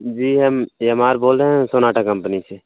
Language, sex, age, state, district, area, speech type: Hindi, male, 30-45, Uttar Pradesh, Pratapgarh, rural, conversation